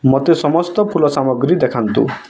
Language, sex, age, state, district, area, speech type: Odia, male, 18-30, Odisha, Bargarh, urban, read